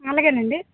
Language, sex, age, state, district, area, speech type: Telugu, female, 30-45, Andhra Pradesh, Visakhapatnam, urban, conversation